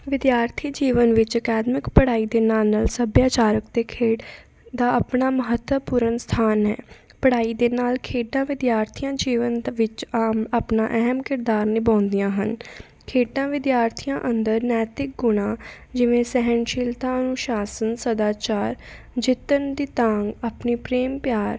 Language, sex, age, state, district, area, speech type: Punjabi, female, 18-30, Punjab, Fatehgarh Sahib, rural, spontaneous